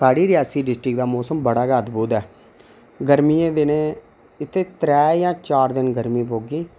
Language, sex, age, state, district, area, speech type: Dogri, male, 18-30, Jammu and Kashmir, Reasi, rural, spontaneous